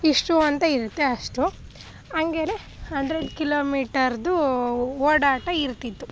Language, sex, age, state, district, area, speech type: Kannada, female, 18-30, Karnataka, Chamarajanagar, rural, spontaneous